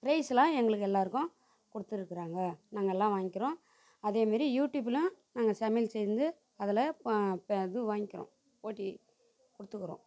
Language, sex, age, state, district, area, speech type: Tamil, female, 45-60, Tamil Nadu, Tiruvannamalai, rural, spontaneous